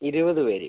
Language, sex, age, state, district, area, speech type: Malayalam, male, 30-45, Kerala, Wayanad, rural, conversation